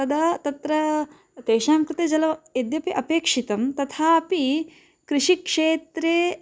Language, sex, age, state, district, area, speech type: Sanskrit, female, 18-30, Karnataka, Chikkaballapur, rural, spontaneous